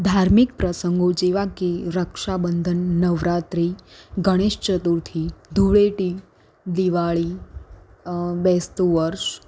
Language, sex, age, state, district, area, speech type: Gujarati, female, 18-30, Gujarat, Anand, urban, spontaneous